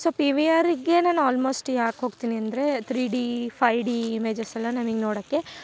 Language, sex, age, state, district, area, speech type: Kannada, female, 18-30, Karnataka, Chikkamagaluru, rural, spontaneous